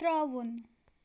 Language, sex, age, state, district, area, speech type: Kashmiri, female, 18-30, Jammu and Kashmir, Kupwara, rural, read